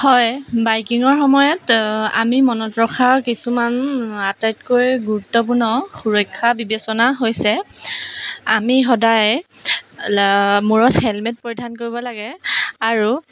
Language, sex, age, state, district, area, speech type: Assamese, female, 18-30, Assam, Jorhat, urban, spontaneous